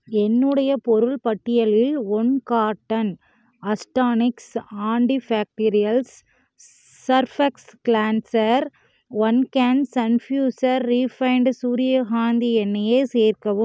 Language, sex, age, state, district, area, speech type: Tamil, female, 30-45, Tamil Nadu, Namakkal, rural, read